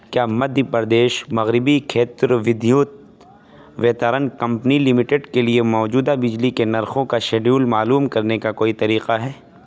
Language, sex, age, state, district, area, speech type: Urdu, male, 18-30, Uttar Pradesh, Saharanpur, urban, read